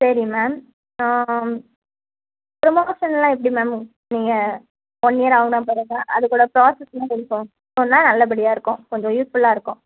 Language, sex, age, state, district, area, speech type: Tamil, female, 18-30, Tamil Nadu, Kanyakumari, rural, conversation